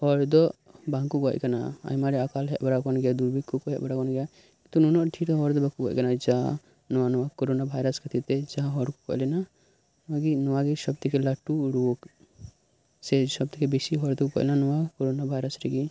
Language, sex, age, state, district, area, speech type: Santali, male, 18-30, West Bengal, Birbhum, rural, spontaneous